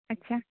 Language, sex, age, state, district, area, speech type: Santali, female, 18-30, West Bengal, Jhargram, rural, conversation